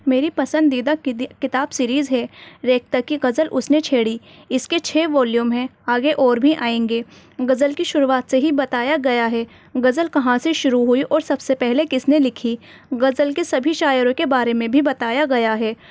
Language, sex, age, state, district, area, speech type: Urdu, female, 18-30, Delhi, Central Delhi, urban, spontaneous